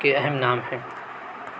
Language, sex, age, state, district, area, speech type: Urdu, male, 18-30, Delhi, South Delhi, urban, spontaneous